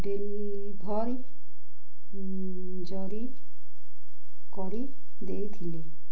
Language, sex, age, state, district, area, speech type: Odia, female, 60+, Odisha, Ganjam, urban, spontaneous